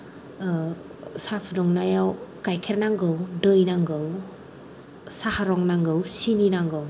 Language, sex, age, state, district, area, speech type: Bodo, female, 30-45, Assam, Kokrajhar, rural, spontaneous